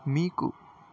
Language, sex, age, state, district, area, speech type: Telugu, male, 18-30, Andhra Pradesh, Annamaya, rural, spontaneous